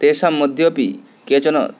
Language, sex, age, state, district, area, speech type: Sanskrit, male, 18-30, West Bengal, Paschim Medinipur, rural, spontaneous